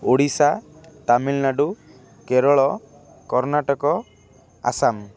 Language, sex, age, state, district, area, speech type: Odia, male, 18-30, Odisha, Kendrapara, urban, spontaneous